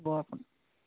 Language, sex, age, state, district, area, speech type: Assamese, female, 60+, Assam, Dibrugarh, rural, conversation